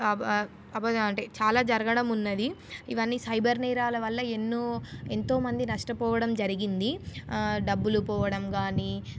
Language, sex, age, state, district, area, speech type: Telugu, female, 18-30, Telangana, Nizamabad, urban, spontaneous